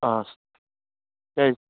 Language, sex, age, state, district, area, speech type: Kashmiri, male, 18-30, Jammu and Kashmir, Anantnag, rural, conversation